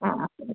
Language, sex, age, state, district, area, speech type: Malayalam, female, 45-60, Kerala, Kasaragod, urban, conversation